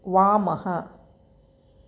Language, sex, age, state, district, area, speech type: Sanskrit, female, 45-60, Karnataka, Dakshina Kannada, urban, read